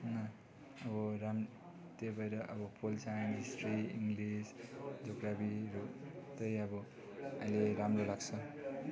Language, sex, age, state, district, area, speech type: Nepali, male, 30-45, West Bengal, Darjeeling, rural, spontaneous